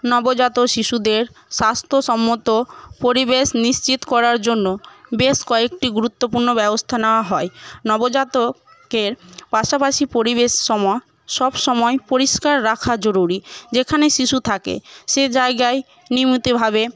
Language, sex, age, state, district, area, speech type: Bengali, female, 18-30, West Bengal, Murshidabad, rural, spontaneous